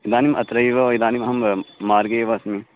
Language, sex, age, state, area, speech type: Sanskrit, male, 18-30, Uttarakhand, urban, conversation